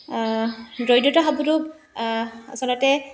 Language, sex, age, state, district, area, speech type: Assamese, female, 30-45, Assam, Dibrugarh, urban, spontaneous